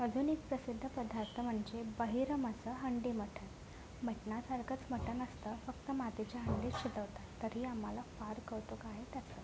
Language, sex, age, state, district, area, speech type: Marathi, female, 18-30, Maharashtra, Washim, rural, spontaneous